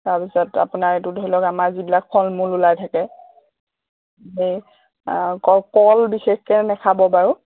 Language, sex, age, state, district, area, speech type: Assamese, female, 30-45, Assam, Golaghat, rural, conversation